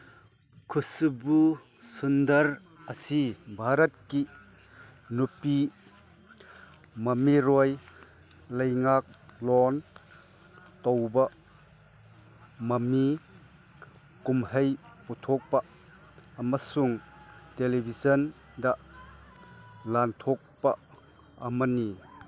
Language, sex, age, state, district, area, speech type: Manipuri, male, 60+, Manipur, Chandel, rural, read